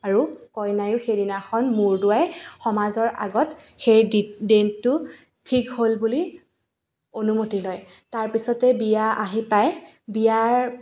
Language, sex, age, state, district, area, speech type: Assamese, female, 30-45, Assam, Dibrugarh, rural, spontaneous